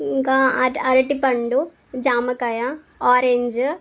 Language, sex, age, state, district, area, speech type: Telugu, female, 18-30, Telangana, Sangareddy, urban, spontaneous